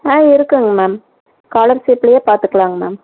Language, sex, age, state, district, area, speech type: Tamil, female, 45-60, Tamil Nadu, Erode, rural, conversation